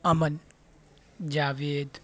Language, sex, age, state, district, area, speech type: Urdu, male, 30-45, Uttar Pradesh, Shahjahanpur, rural, spontaneous